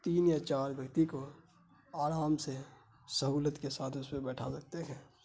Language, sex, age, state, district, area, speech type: Urdu, male, 18-30, Bihar, Saharsa, rural, spontaneous